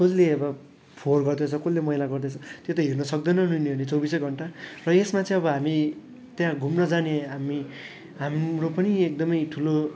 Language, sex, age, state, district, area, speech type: Nepali, male, 18-30, West Bengal, Darjeeling, rural, spontaneous